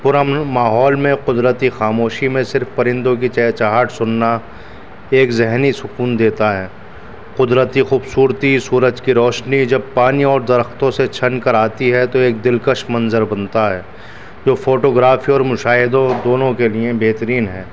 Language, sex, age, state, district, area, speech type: Urdu, male, 30-45, Delhi, New Delhi, urban, spontaneous